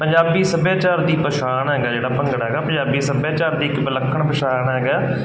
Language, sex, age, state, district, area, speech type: Punjabi, male, 45-60, Punjab, Barnala, rural, spontaneous